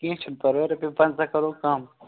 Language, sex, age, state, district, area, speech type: Kashmiri, male, 18-30, Jammu and Kashmir, Budgam, rural, conversation